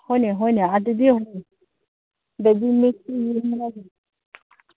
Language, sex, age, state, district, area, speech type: Manipuri, female, 30-45, Manipur, Senapati, urban, conversation